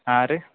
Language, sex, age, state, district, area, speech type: Kannada, male, 18-30, Karnataka, Gulbarga, urban, conversation